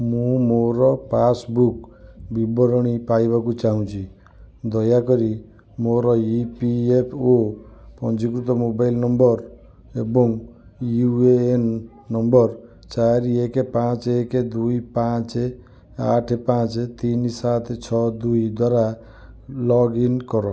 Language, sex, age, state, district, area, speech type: Odia, male, 45-60, Odisha, Cuttack, urban, read